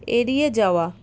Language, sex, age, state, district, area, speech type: Bengali, female, 30-45, West Bengal, Paschim Bardhaman, urban, read